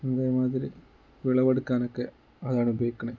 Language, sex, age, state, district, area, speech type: Malayalam, male, 18-30, Kerala, Kozhikode, rural, spontaneous